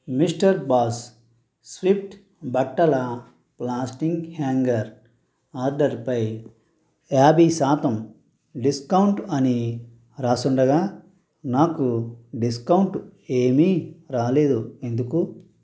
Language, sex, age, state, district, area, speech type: Telugu, male, 45-60, Andhra Pradesh, Eluru, rural, read